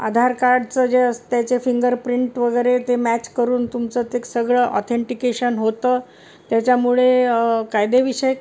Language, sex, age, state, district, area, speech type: Marathi, female, 60+, Maharashtra, Pune, urban, spontaneous